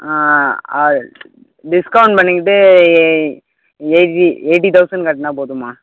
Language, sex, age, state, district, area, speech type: Tamil, male, 30-45, Tamil Nadu, Tiruvarur, rural, conversation